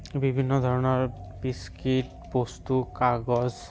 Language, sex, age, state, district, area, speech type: Assamese, male, 18-30, Assam, Barpeta, rural, spontaneous